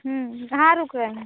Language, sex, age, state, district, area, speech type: Hindi, female, 45-60, Uttar Pradesh, Bhadohi, urban, conversation